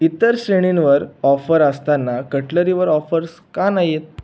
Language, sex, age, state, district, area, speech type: Marathi, male, 18-30, Maharashtra, Raigad, rural, read